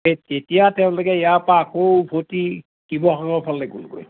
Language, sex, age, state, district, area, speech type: Assamese, male, 60+, Assam, Lakhimpur, rural, conversation